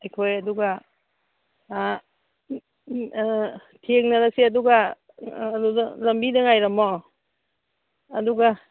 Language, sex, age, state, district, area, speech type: Manipuri, female, 60+, Manipur, Churachandpur, urban, conversation